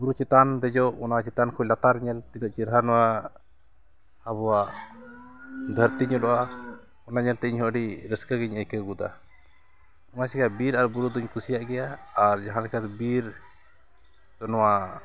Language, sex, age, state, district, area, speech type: Santali, male, 45-60, Jharkhand, Bokaro, rural, spontaneous